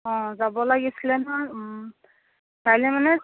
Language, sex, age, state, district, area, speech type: Assamese, female, 30-45, Assam, Jorhat, urban, conversation